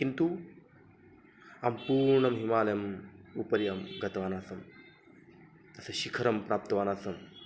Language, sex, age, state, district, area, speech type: Sanskrit, male, 30-45, Maharashtra, Nagpur, urban, spontaneous